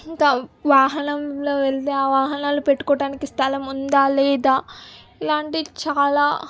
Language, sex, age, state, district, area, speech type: Telugu, female, 18-30, Telangana, Medak, rural, spontaneous